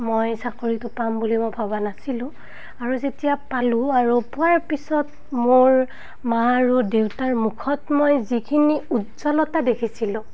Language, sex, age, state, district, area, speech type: Assamese, female, 30-45, Assam, Nalbari, rural, spontaneous